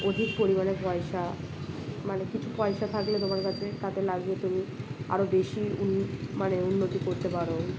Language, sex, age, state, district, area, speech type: Bengali, female, 18-30, West Bengal, Birbhum, urban, spontaneous